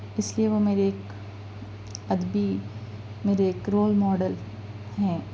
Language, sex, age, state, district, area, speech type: Urdu, female, 30-45, Telangana, Hyderabad, urban, spontaneous